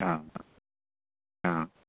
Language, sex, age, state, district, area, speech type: Sanskrit, male, 30-45, Karnataka, Chikkamagaluru, rural, conversation